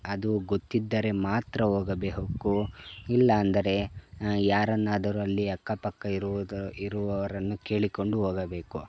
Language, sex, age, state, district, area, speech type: Kannada, male, 18-30, Karnataka, Chikkaballapur, rural, spontaneous